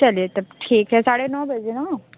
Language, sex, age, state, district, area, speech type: Hindi, female, 30-45, Uttar Pradesh, Mirzapur, rural, conversation